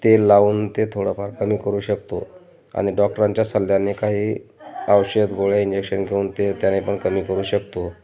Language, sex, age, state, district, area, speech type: Marathi, male, 30-45, Maharashtra, Beed, rural, spontaneous